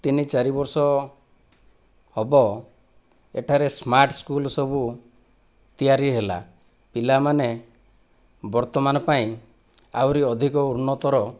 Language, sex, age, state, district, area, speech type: Odia, male, 30-45, Odisha, Kandhamal, rural, spontaneous